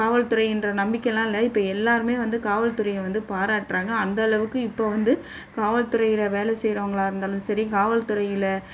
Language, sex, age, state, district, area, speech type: Tamil, female, 45-60, Tamil Nadu, Chennai, urban, spontaneous